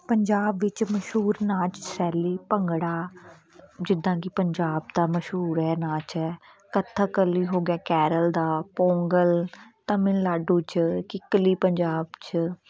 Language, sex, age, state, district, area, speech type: Punjabi, female, 30-45, Punjab, Patiala, rural, spontaneous